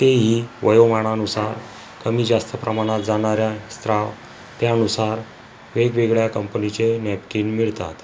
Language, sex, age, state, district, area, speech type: Marathi, male, 45-60, Maharashtra, Akola, rural, spontaneous